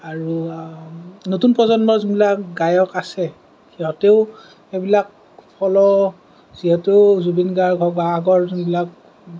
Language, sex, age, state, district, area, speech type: Assamese, male, 30-45, Assam, Kamrup Metropolitan, urban, spontaneous